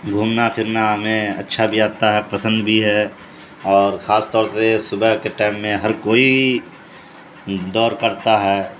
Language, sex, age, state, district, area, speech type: Urdu, male, 30-45, Bihar, Supaul, rural, spontaneous